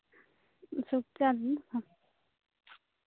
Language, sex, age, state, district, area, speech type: Santali, female, 18-30, West Bengal, Bankura, rural, conversation